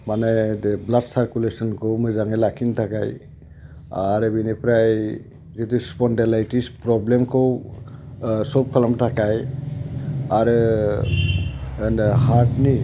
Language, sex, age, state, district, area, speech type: Bodo, male, 60+, Assam, Udalguri, urban, spontaneous